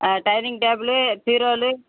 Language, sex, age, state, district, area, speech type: Tamil, female, 45-60, Tamil Nadu, Thoothukudi, rural, conversation